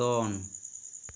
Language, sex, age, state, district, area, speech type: Santali, male, 30-45, West Bengal, Bankura, rural, read